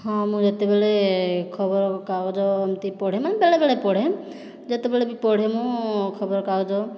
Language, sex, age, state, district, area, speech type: Odia, female, 18-30, Odisha, Boudh, rural, spontaneous